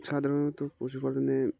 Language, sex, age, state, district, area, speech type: Bengali, male, 18-30, West Bengal, Uttar Dinajpur, urban, spontaneous